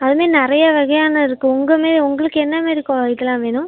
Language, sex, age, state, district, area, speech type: Tamil, male, 18-30, Tamil Nadu, Tiruchirappalli, rural, conversation